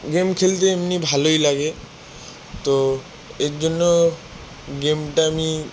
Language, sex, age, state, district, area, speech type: Bengali, male, 18-30, West Bengal, South 24 Parganas, rural, spontaneous